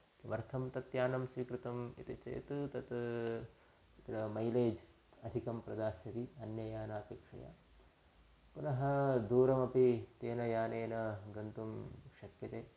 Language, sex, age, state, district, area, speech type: Sanskrit, male, 30-45, Karnataka, Udupi, rural, spontaneous